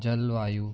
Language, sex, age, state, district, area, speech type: Punjabi, male, 18-30, Punjab, Jalandhar, urban, spontaneous